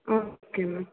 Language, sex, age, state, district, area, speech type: Tamil, female, 18-30, Tamil Nadu, Perambalur, rural, conversation